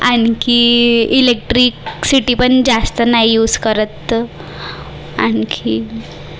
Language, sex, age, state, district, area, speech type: Marathi, female, 18-30, Maharashtra, Nagpur, urban, spontaneous